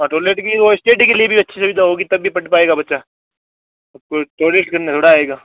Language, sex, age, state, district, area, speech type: Hindi, male, 18-30, Rajasthan, Nagaur, urban, conversation